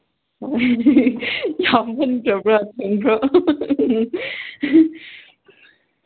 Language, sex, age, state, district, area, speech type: Manipuri, female, 18-30, Manipur, Kangpokpi, urban, conversation